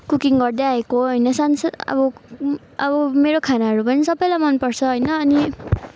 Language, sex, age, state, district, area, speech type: Nepali, female, 18-30, West Bengal, Kalimpong, rural, spontaneous